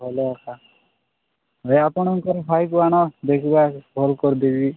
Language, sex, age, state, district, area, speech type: Odia, male, 18-30, Odisha, Nabarangpur, urban, conversation